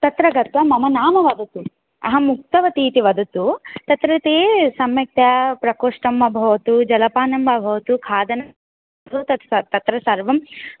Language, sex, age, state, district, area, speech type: Sanskrit, female, 18-30, Odisha, Ganjam, urban, conversation